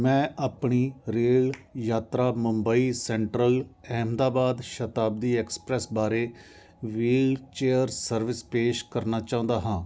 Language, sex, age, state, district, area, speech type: Punjabi, male, 45-60, Punjab, Jalandhar, urban, read